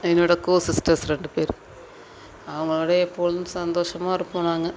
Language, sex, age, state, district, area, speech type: Tamil, female, 30-45, Tamil Nadu, Thanjavur, rural, spontaneous